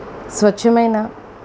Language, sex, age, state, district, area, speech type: Telugu, female, 45-60, Andhra Pradesh, Eluru, urban, spontaneous